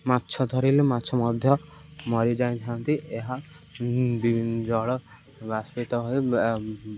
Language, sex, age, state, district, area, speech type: Odia, male, 18-30, Odisha, Ganjam, urban, spontaneous